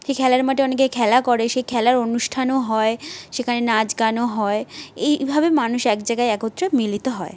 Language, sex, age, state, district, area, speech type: Bengali, female, 18-30, West Bengal, Jhargram, rural, spontaneous